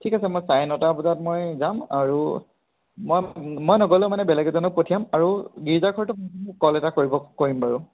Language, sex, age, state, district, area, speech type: Assamese, male, 18-30, Assam, Lakhimpur, rural, conversation